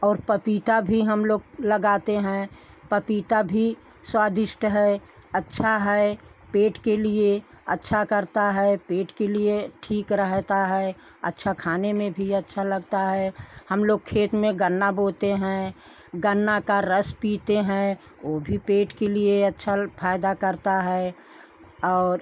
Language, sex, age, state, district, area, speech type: Hindi, female, 60+, Uttar Pradesh, Pratapgarh, rural, spontaneous